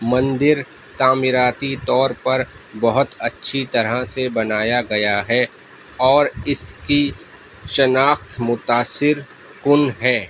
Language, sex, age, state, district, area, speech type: Urdu, male, 30-45, Delhi, East Delhi, urban, read